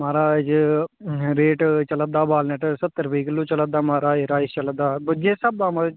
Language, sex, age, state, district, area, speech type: Dogri, male, 18-30, Jammu and Kashmir, Udhampur, rural, conversation